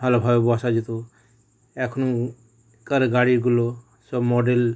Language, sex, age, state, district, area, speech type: Bengali, male, 45-60, West Bengal, Howrah, urban, spontaneous